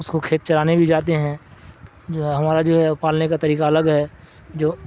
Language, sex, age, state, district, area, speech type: Urdu, male, 60+, Bihar, Darbhanga, rural, spontaneous